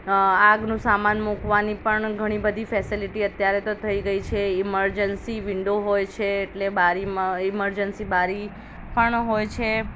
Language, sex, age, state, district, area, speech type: Gujarati, female, 30-45, Gujarat, Ahmedabad, urban, spontaneous